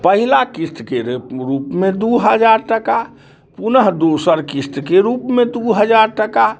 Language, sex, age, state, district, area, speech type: Maithili, male, 45-60, Bihar, Muzaffarpur, rural, spontaneous